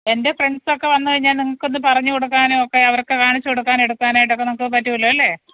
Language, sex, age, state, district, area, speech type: Malayalam, female, 45-60, Kerala, Kottayam, urban, conversation